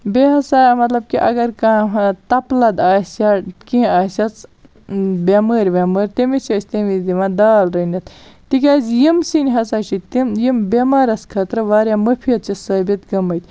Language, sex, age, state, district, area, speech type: Kashmiri, female, 30-45, Jammu and Kashmir, Baramulla, rural, spontaneous